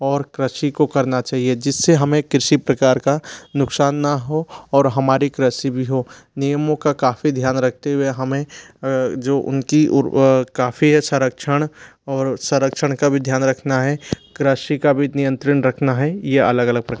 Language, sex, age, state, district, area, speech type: Hindi, male, 60+, Madhya Pradesh, Bhopal, urban, spontaneous